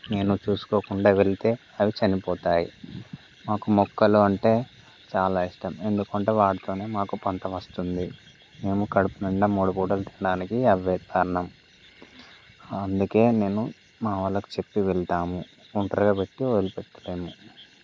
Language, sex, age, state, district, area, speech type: Telugu, male, 18-30, Telangana, Mancherial, rural, spontaneous